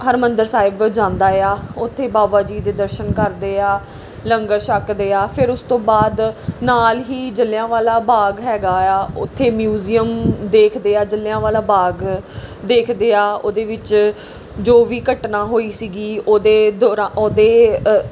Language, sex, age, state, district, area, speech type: Punjabi, female, 18-30, Punjab, Pathankot, rural, spontaneous